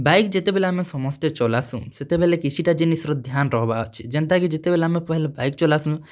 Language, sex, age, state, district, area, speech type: Odia, male, 30-45, Odisha, Kalahandi, rural, spontaneous